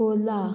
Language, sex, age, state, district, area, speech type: Goan Konkani, female, 18-30, Goa, Murmgao, rural, spontaneous